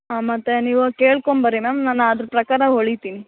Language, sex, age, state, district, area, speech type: Kannada, female, 18-30, Karnataka, Bellary, rural, conversation